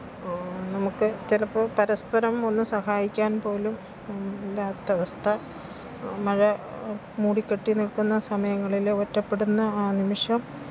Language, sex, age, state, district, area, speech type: Malayalam, female, 60+, Kerala, Thiruvananthapuram, rural, spontaneous